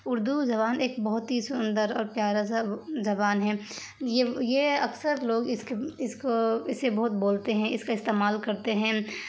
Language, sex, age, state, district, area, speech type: Urdu, female, 30-45, Bihar, Darbhanga, rural, spontaneous